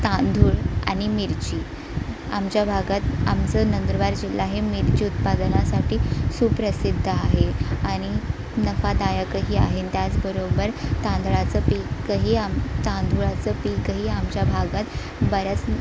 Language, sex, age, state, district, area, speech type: Marathi, female, 18-30, Maharashtra, Sindhudurg, rural, spontaneous